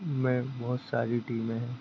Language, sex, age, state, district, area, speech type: Hindi, male, 30-45, Madhya Pradesh, Hoshangabad, rural, spontaneous